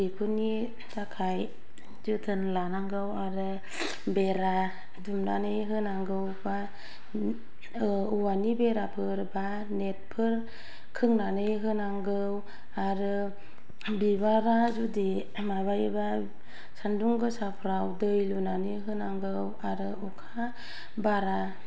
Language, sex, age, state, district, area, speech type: Bodo, female, 45-60, Assam, Kokrajhar, rural, spontaneous